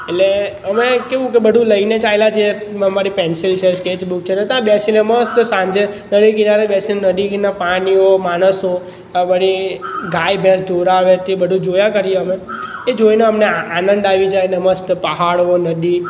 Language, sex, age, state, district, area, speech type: Gujarati, male, 18-30, Gujarat, Surat, urban, spontaneous